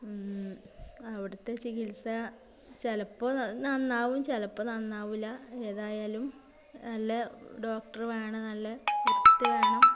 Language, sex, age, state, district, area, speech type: Malayalam, female, 45-60, Kerala, Malappuram, rural, spontaneous